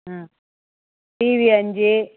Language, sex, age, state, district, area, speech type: Tamil, female, 60+, Tamil Nadu, Viluppuram, rural, conversation